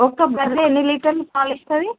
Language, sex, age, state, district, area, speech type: Telugu, female, 30-45, Telangana, Komaram Bheem, urban, conversation